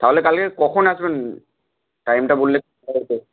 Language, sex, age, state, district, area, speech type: Bengali, male, 18-30, West Bengal, Purba Medinipur, rural, conversation